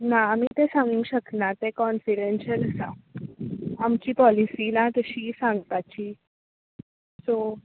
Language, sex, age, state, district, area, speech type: Goan Konkani, female, 18-30, Goa, Tiswadi, rural, conversation